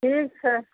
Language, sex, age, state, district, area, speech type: Maithili, female, 30-45, Bihar, Saharsa, rural, conversation